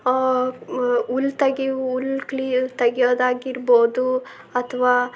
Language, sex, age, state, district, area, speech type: Kannada, female, 30-45, Karnataka, Chitradurga, rural, spontaneous